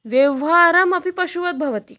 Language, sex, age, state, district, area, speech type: Sanskrit, female, 30-45, Maharashtra, Nagpur, urban, spontaneous